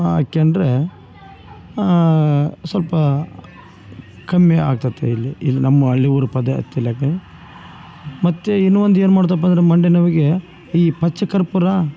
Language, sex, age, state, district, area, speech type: Kannada, male, 45-60, Karnataka, Bellary, rural, spontaneous